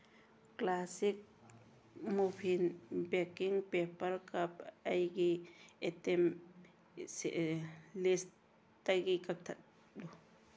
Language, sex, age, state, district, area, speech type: Manipuri, female, 45-60, Manipur, Churachandpur, rural, read